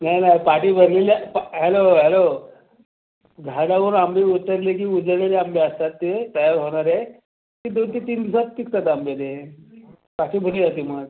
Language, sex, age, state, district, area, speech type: Marathi, male, 45-60, Maharashtra, Raigad, rural, conversation